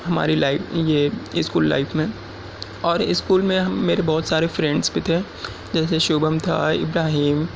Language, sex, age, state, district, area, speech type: Urdu, male, 18-30, Delhi, South Delhi, urban, spontaneous